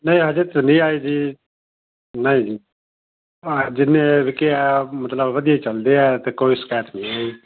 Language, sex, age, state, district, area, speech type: Punjabi, male, 45-60, Punjab, Fazilka, rural, conversation